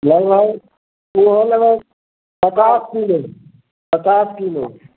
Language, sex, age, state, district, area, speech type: Maithili, male, 60+, Bihar, Samastipur, urban, conversation